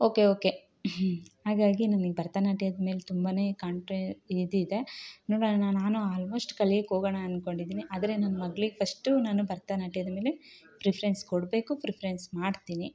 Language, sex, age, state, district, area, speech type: Kannada, female, 30-45, Karnataka, Chikkamagaluru, rural, spontaneous